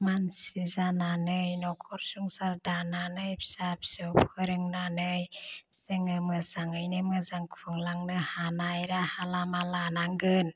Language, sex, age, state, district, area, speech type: Bodo, female, 45-60, Assam, Chirang, rural, spontaneous